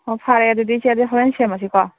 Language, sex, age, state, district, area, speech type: Manipuri, female, 45-60, Manipur, Churachandpur, urban, conversation